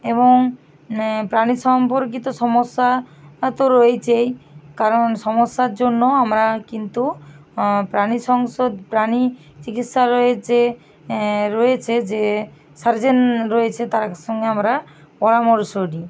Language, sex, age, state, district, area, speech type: Bengali, female, 45-60, West Bengal, Bankura, urban, spontaneous